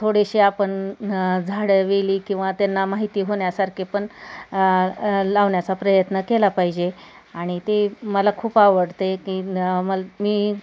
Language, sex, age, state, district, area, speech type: Marathi, female, 30-45, Maharashtra, Osmanabad, rural, spontaneous